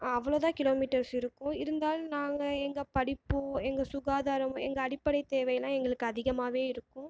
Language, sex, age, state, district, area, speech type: Tamil, female, 18-30, Tamil Nadu, Tiruchirappalli, rural, spontaneous